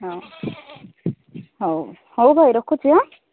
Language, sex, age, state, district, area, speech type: Odia, female, 30-45, Odisha, Sambalpur, rural, conversation